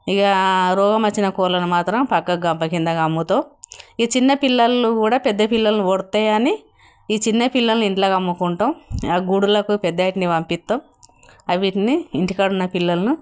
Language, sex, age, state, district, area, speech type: Telugu, female, 60+, Telangana, Jagtial, rural, spontaneous